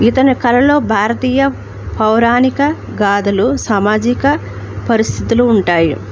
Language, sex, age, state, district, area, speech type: Telugu, female, 45-60, Andhra Pradesh, Alluri Sitarama Raju, rural, spontaneous